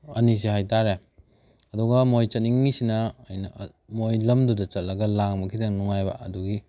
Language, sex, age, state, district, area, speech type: Manipuri, male, 18-30, Manipur, Kakching, rural, spontaneous